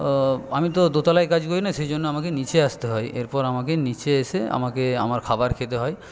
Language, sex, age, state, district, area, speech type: Bengali, male, 45-60, West Bengal, Paschim Medinipur, rural, spontaneous